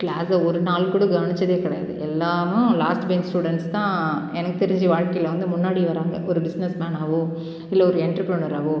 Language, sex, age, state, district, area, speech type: Tamil, female, 30-45, Tamil Nadu, Cuddalore, rural, spontaneous